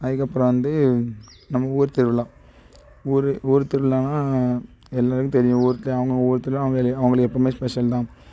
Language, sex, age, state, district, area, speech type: Tamil, male, 30-45, Tamil Nadu, Thoothukudi, rural, spontaneous